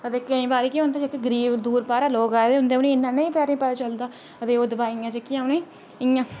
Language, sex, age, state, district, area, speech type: Dogri, female, 30-45, Jammu and Kashmir, Reasi, rural, spontaneous